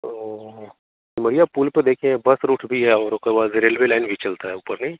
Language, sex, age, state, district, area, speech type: Hindi, male, 45-60, Bihar, Begusarai, urban, conversation